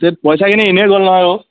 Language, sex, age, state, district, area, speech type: Assamese, male, 18-30, Assam, Dhemaji, rural, conversation